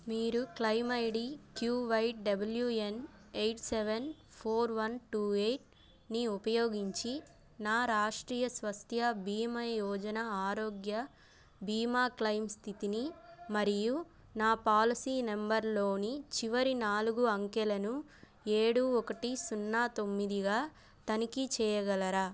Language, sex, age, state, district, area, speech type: Telugu, female, 18-30, Andhra Pradesh, Bapatla, urban, read